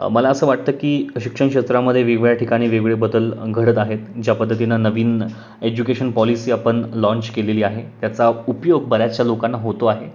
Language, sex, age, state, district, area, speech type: Marathi, male, 18-30, Maharashtra, Pune, urban, spontaneous